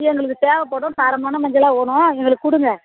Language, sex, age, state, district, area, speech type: Tamil, female, 60+, Tamil Nadu, Tiruvannamalai, rural, conversation